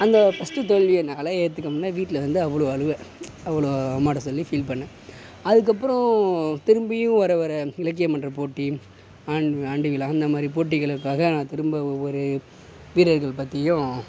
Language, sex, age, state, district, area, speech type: Tamil, male, 18-30, Tamil Nadu, Mayiladuthurai, urban, spontaneous